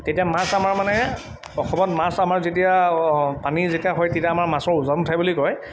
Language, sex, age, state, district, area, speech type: Assamese, male, 18-30, Assam, Sivasagar, rural, spontaneous